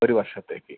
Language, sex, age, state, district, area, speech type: Malayalam, male, 30-45, Kerala, Wayanad, rural, conversation